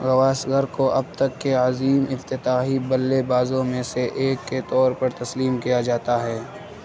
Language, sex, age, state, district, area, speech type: Urdu, male, 18-30, Uttar Pradesh, Gautam Buddha Nagar, rural, read